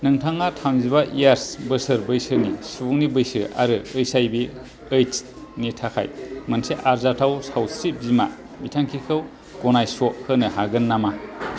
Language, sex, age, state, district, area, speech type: Bodo, male, 30-45, Assam, Kokrajhar, rural, read